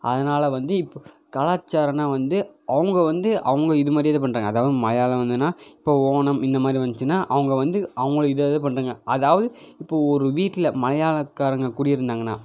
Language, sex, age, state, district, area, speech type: Tamil, male, 18-30, Tamil Nadu, Coimbatore, urban, spontaneous